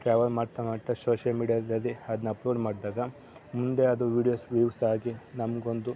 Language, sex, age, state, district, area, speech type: Kannada, male, 18-30, Karnataka, Mandya, rural, spontaneous